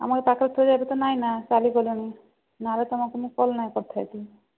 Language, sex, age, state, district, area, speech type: Odia, female, 30-45, Odisha, Sambalpur, rural, conversation